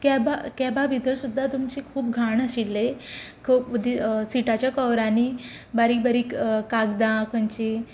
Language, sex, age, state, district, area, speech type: Goan Konkani, female, 18-30, Goa, Quepem, rural, spontaneous